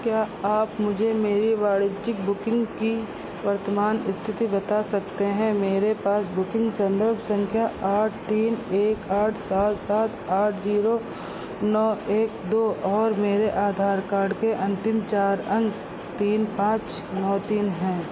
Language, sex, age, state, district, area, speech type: Hindi, female, 45-60, Uttar Pradesh, Sitapur, rural, read